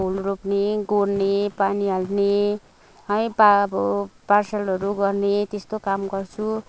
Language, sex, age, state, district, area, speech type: Nepali, female, 30-45, West Bengal, Kalimpong, rural, spontaneous